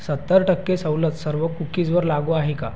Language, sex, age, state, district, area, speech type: Marathi, male, 18-30, Maharashtra, Buldhana, urban, read